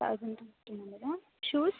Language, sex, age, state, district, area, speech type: Telugu, female, 18-30, Telangana, Adilabad, urban, conversation